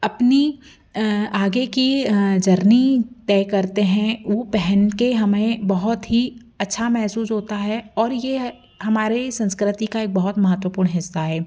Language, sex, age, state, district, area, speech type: Hindi, female, 30-45, Madhya Pradesh, Jabalpur, urban, spontaneous